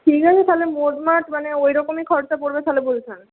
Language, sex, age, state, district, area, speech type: Bengali, female, 45-60, West Bengal, Jhargram, rural, conversation